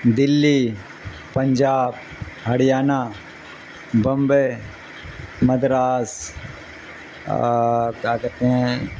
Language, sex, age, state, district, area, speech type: Urdu, male, 60+, Bihar, Darbhanga, rural, spontaneous